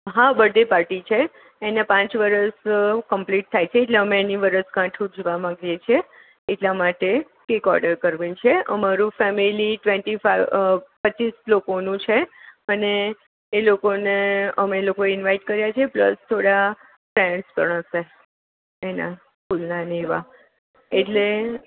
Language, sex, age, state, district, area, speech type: Gujarati, female, 45-60, Gujarat, Kheda, rural, conversation